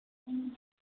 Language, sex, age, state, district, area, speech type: Manipuri, female, 18-30, Manipur, Senapati, urban, conversation